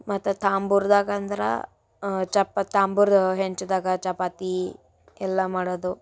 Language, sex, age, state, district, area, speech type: Kannada, female, 18-30, Karnataka, Gulbarga, urban, spontaneous